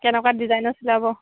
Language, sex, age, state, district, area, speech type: Assamese, female, 30-45, Assam, Sivasagar, rural, conversation